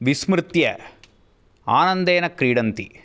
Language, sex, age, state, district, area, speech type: Sanskrit, male, 18-30, Karnataka, Bangalore Urban, urban, spontaneous